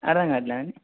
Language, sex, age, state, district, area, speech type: Telugu, male, 18-30, Telangana, Hanamkonda, urban, conversation